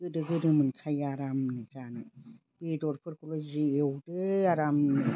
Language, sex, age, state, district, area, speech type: Bodo, female, 60+, Assam, Chirang, rural, spontaneous